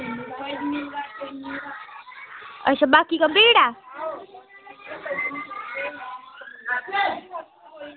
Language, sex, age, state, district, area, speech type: Dogri, female, 18-30, Jammu and Kashmir, Udhampur, rural, conversation